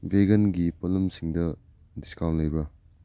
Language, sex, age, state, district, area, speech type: Manipuri, male, 30-45, Manipur, Churachandpur, rural, read